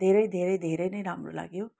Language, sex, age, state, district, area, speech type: Nepali, female, 30-45, West Bengal, Kalimpong, rural, spontaneous